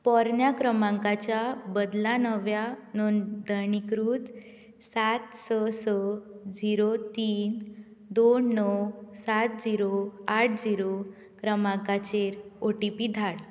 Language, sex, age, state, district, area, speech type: Goan Konkani, female, 18-30, Goa, Bardez, rural, read